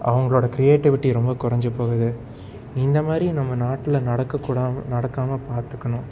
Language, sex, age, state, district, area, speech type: Tamil, male, 18-30, Tamil Nadu, Salem, urban, spontaneous